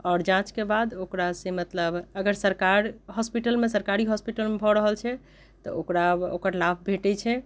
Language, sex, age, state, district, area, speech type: Maithili, other, 60+, Bihar, Madhubani, urban, spontaneous